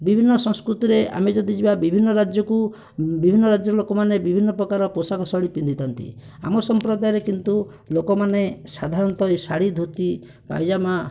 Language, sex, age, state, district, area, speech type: Odia, male, 30-45, Odisha, Bhadrak, rural, spontaneous